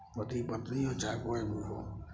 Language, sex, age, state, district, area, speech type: Maithili, male, 30-45, Bihar, Samastipur, rural, spontaneous